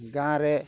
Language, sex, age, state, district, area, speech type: Odia, male, 30-45, Odisha, Rayagada, rural, spontaneous